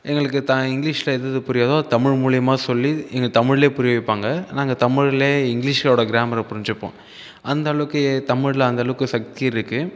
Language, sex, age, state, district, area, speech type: Tamil, male, 18-30, Tamil Nadu, Viluppuram, urban, spontaneous